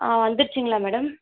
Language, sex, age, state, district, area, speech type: Tamil, female, 60+, Tamil Nadu, Sivaganga, rural, conversation